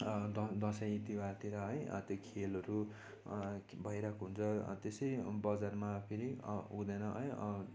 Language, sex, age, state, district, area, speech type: Nepali, male, 18-30, West Bengal, Darjeeling, rural, spontaneous